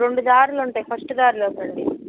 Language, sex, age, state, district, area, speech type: Telugu, female, 18-30, Andhra Pradesh, Guntur, rural, conversation